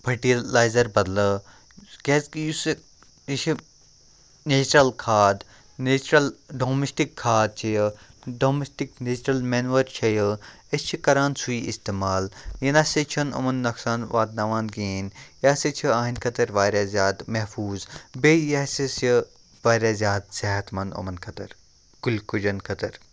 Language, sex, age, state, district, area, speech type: Kashmiri, male, 30-45, Jammu and Kashmir, Kupwara, rural, spontaneous